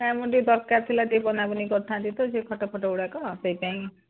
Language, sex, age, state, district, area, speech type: Odia, female, 60+, Odisha, Gajapati, rural, conversation